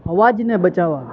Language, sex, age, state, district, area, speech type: Gujarati, male, 30-45, Gujarat, Junagadh, rural, spontaneous